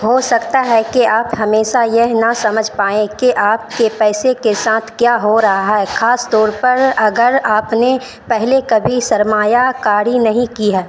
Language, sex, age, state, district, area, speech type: Urdu, female, 18-30, Bihar, Supaul, rural, read